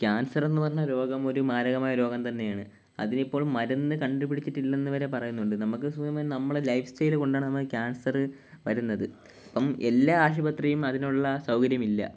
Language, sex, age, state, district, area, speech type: Malayalam, male, 18-30, Kerala, Kollam, rural, spontaneous